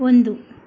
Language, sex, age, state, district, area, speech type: Kannada, female, 45-60, Karnataka, Mysore, rural, read